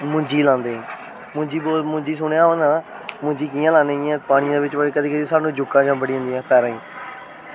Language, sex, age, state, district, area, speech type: Dogri, male, 30-45, Jammu and Kashmir, Jammu, urban, spontaneous